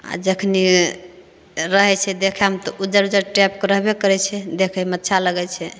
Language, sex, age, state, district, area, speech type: Maithili, female, 30-45, Bihar, Begusarai, rural, spontaneous